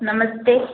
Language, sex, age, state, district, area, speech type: Hindi, female, 30-45, Rajasthan, Jodhpur, urban, conversation